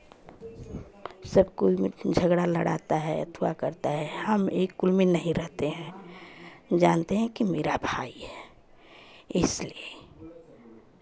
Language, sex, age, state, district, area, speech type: Hindi, female, 45-60, Uttar Pradesh, Chandauli, rural, spontaneous